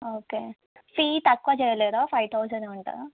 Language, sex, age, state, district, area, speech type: Telugu, female, 18-30, Telangana, Sangareddy, urban, conversation